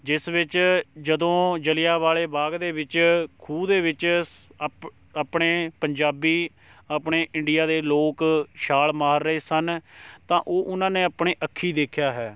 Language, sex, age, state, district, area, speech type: Punjabi, male, 18-30, Punjab, Shaheed Bhagat Singh Nagar, rural, spontaneous